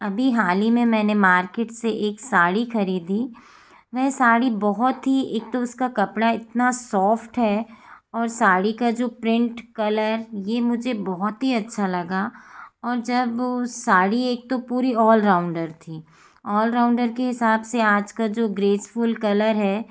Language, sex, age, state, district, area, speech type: Hindi, female, 45-60, Madhya Pradesh, Jabalpur, urban, spontaneous